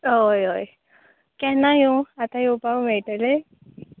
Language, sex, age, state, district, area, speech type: Goan Konkani, female, 18-30, Goa, Tiswadi, rural, conversation